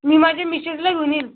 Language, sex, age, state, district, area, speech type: Marathi, male, 30-45, Maharashtra, Buldhana, rural, conversation